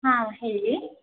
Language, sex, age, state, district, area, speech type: Kannada, female, 18-30, Karnataka, Hassan, rural, conversation